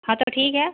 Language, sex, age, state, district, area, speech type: Hindi, female, 45-60, Bihar, Darbhanga, rural, conversation